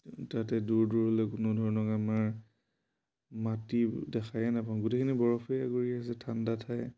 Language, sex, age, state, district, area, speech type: Assamese, male, 30-45, Assam, Majuli, urban, spontaneous